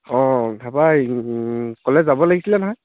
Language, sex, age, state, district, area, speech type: Assamese, male, 18-30, Assam, Dibrugarh, rural, conversation